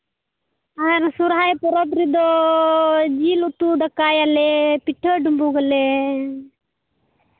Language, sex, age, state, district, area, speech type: Santali, male, 30-45, Jharkhand, Pakur, rural, conversation